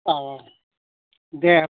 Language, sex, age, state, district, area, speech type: Bodo, male, 45-60, Assam, Kokrajhar, rural, conversation